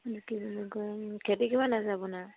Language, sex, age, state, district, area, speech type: Assamese, female, 18-30, Assam, Dibrugarh, rural, conversation